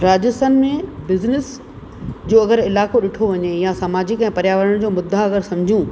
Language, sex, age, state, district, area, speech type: Sindhi, female, 60+, Rajasthan, Ajmer, urban, spontaneous